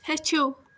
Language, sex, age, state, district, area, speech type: Kashmiri, female, 18-30, Jammu and Kashmir, Srinagar, rural, read